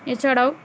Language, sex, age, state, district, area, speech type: Bengali, female, 18-30, West Bengal, Uttar Dinajpur, urban, spontaneous